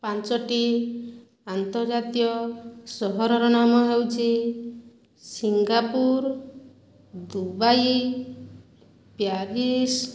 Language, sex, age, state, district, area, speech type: Odia, female, 30-45, Odisha, Boudh, rural, spontaneous